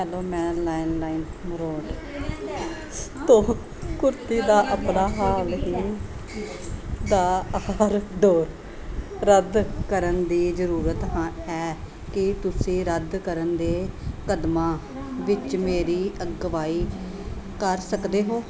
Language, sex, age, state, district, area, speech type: Punjabi, female, 30-45, Punjab, Gurdaspur, urban, read